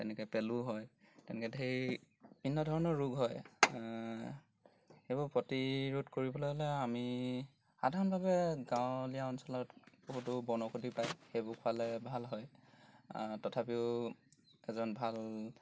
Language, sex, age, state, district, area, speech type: Assamese, male, 18-30, Assam, Golaghat, rural, spontaneous